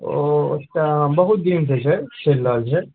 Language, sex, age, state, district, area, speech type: Maithili, male, 60+, Bihar, Purnia, urban, conversation